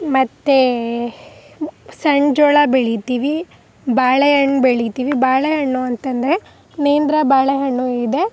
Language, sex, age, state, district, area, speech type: Kannada, female, 18-30, Karnataka, Chamarajanagar, rural, spontaneous